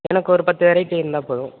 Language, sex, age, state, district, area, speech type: Tamil, male, 30-45, Tamil Nadu, Tiruvarur, rural, conversation